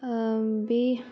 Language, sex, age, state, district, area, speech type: Kashmiri, female, 18-30, Jammu and Kashmir, Kupwara, rural, spontaneous